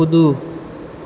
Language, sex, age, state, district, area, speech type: Maithili, male, 18-30, Bihar, Purnia, urban, read